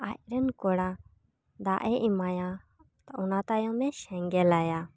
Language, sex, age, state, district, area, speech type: Santali, female, 18-30, West Bengal, Paschim Bardhaman, rural, spontaneous